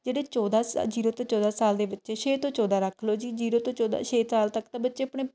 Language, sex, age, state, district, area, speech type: Punjabi, female, 18-30, Punjab, Shaheed Bhagat Singh Nagar, rural, spontaneous